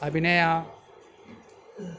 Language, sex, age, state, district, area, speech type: Telugu, male, 60+, Telangana, Hyderabad, urban, spontaneous